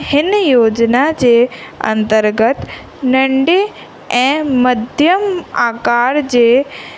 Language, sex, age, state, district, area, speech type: Sindhi, female, 18-30, Rajasthan, Ajmer, urban, spontaneous